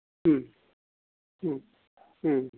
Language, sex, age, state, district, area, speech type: Bodo, male, 60+, Assam, Kokrajhar, rural, conversation